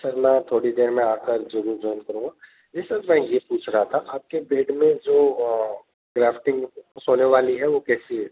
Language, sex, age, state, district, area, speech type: Urdu, male, 30-45, Delhi, North East Delhi, urban, conversation